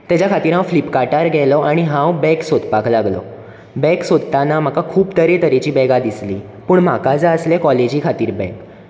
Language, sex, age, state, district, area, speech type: Goan Konkani, male, 18-30, Goa, Bardez, urban, spontaneous